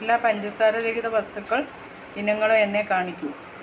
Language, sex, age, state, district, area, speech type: Malayalam, female, 45-60, Kerala, Kottayam, rural, read